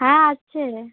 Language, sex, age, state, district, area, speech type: Bengali, female, 30-45, West Bengal, Uttar Dinajpur, urban, conversation